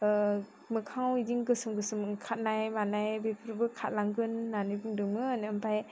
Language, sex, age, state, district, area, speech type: Bodo, female, 18-30, Assam, Chirang, rural, spontaneous